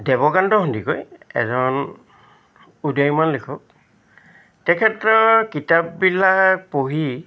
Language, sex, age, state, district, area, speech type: Assamese, male, 60+, Assam, Charaideo, urban, spontaneous